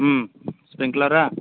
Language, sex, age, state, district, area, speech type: Kannada, male, 30-45, Karnataka, Belgaum, rural, conversation